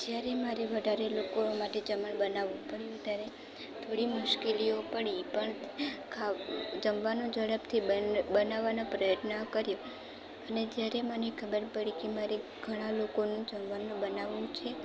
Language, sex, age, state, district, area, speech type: Gujarati, female, 18-30, Gujarat, Valsad, rural, spontaneous